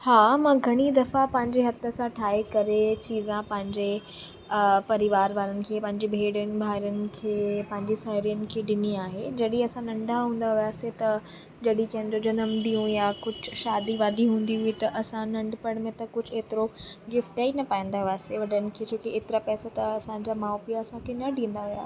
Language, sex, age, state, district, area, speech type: Sindhi, female, 18-30, Uttar Pradesh, Lucknow, rural, spontaneous